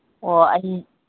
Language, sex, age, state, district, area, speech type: Manipuri, female, 60+, Manipur, Imphal East, urban, conversation